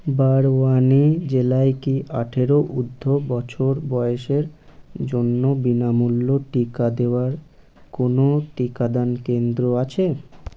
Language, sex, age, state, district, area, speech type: Bengali, male, 18-30, West Bengal, Birbhum, urban, read